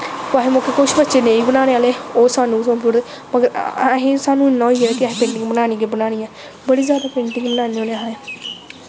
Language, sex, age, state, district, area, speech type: Dogri, female, 18-30, Jammu and Kashmir, Samba, rural, spontaneous